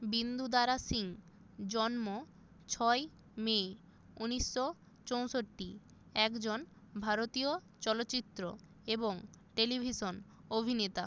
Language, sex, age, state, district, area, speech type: Bengali, female, 18-30, West Bengal, Jalpaiguri, rural, read